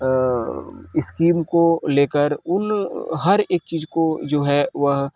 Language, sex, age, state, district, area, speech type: Hindi, male, 30-45, Uttar Pradesh, Mirzapur, rural, spontaneous